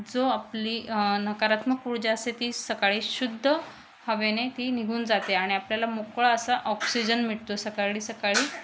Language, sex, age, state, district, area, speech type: Marathi, female, 30-45, Maharashtra, Thane, urban, spontaneous